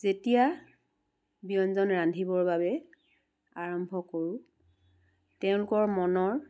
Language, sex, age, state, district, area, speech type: Assamese, female, 60+, Assam, Charaideo, urban, spontaneous